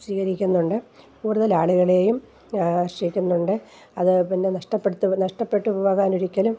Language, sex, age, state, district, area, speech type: Malayalam, female, 60+, Kerala, Kollam, rural, spontaneous